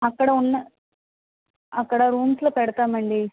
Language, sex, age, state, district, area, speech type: Telugu, female, 45-60, Andhra Pradesh, Vizianagaram, rural, conversation